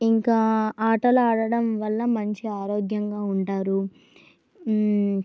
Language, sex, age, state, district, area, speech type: Telugu, female, 18-30, Andhra Pradesh, Nandyal, urban, spontaneous